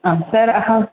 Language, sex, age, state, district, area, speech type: Sanskrit, female, 18-30, Kerala, Thrissur, urban, conversation